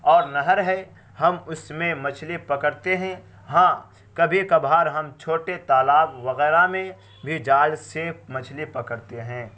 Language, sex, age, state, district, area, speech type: Urdu, male, 18-30, Bihar, Araria, rural, spontaneous